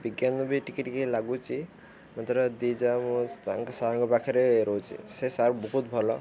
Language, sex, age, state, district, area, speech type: Odia, male, 18-30, Odisha, Ganjam, urban, spontaneous